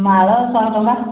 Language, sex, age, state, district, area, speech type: Odia, female, 45-60, Odisha, Khordha, rural, conversation